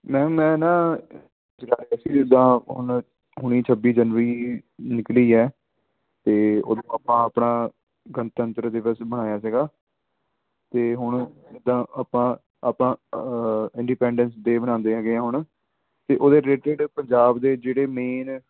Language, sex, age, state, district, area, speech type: Punjabi, male, 18-30, Punjab, Ludhiana, urban, conversation